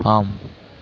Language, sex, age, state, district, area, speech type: Tamil, male, 18-30, Tamil Nadu, Mayiladuthurai, rural, read